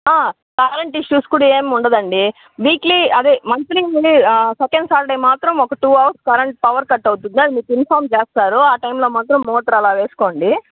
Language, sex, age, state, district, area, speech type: Telugu, female, 45-60, Andhra Pradesh, Chittoor, urban, conversation